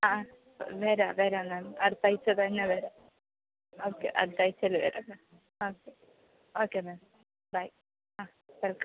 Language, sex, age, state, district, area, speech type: Malayalam, female, 18-30, Kerala, Kasaragod, rural, conversation